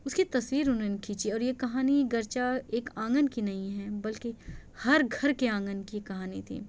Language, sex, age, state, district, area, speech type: Urdu, female, 30-45, Delhi, South Delhi, urban, spontaneous